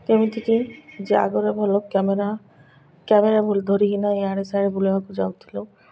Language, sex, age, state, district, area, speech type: Odia, female, 45-60, Odisha, Malkangiri, urban, spontaneous